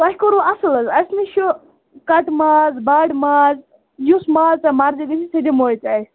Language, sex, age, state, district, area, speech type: Kashmiri, female, 45-60, Jammu and Kashmir, Bandipora, urban, conversation